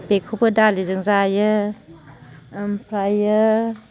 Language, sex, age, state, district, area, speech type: Bodo, female, 45-60, Assam, Chirang, rural, spontaneous